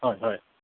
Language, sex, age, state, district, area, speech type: Assamese, male, 45-60, Assam, Kamrup Metropolitan, urban, conversation